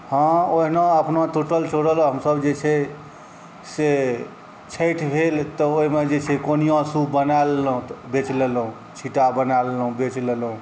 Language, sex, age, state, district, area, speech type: Maithili, male, 30-45, Bihar, Saharsa, rural, spontaneous